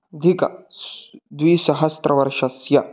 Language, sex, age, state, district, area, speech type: Sanskrit, male, 18-30, Maharashtra, Satara, rural, spontaneous